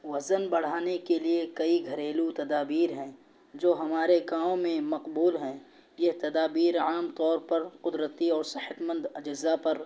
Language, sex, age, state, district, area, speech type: Urdu, male, 18-30, Uttar Pradesh, Balrampur, rural, spontaneous